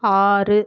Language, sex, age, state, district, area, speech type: Tamil, female, 30-45, Tamil Nadu, Perambalur, rural, read